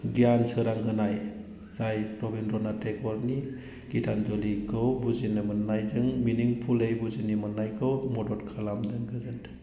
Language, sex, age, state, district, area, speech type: Bodo, male, 30-45, Assam, Udalguri, rural, spontaneous